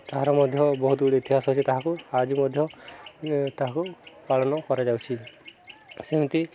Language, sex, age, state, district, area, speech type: Odia, male, 18-30, Odisha, Subarnapur, urban, spontaneous